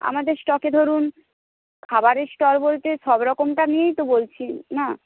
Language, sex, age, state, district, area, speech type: Bengali, female, 45-60, West Bengal, Jhargram, rural, conversation